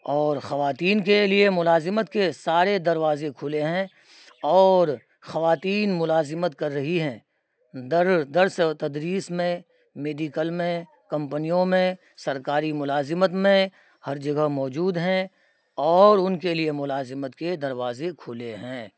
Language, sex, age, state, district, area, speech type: Urdu, male, 45-60, Bihar, Araria, rural, spontaneous